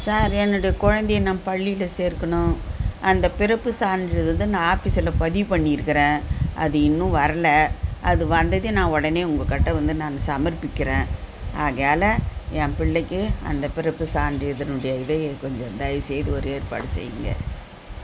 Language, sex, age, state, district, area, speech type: Tamil, female, 60+, Tamil Nadu, Viluppuram, rural, spontaneous